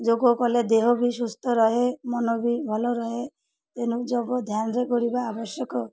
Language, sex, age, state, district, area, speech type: Odia, female, 30-45, Odisha, Malkangiri, urban, spontaneous